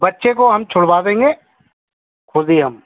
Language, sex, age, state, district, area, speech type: Hindi, male, 45-60, Rajasthan, Bharatpur, urban, conversation